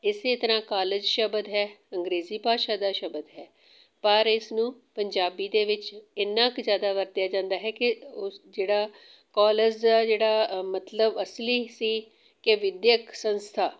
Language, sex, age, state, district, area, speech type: Punjabi, female, 45-60, Punjab, Amritsar, urban, spontaneous